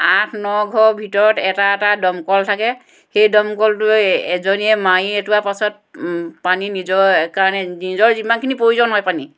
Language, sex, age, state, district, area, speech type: Assamese, female, 60+, Assam, Dhemaji, rural, spontaneous